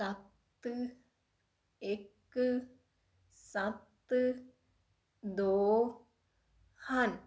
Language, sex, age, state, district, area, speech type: Punjabi, female, 18-30, Punjab, Fazilka, rural, read